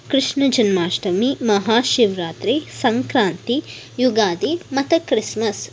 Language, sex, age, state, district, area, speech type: Kannada, female, 18-30, Karnataka, Tumkur, rural, spontaneous